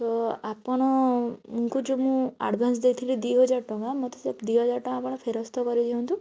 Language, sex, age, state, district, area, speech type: Odia, female, 18-30, Odisha, Bhadrak, rural, spontaneous